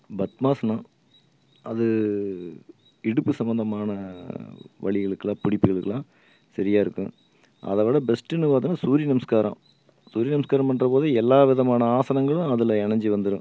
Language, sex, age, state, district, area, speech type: Tamil, male, 45-60, Tamil Nadu, Erode, urban, spontaneous